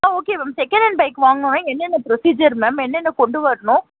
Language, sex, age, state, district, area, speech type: Tamil, female, 30-45, Tamil Nadu, Tiruvallur, urban, conversation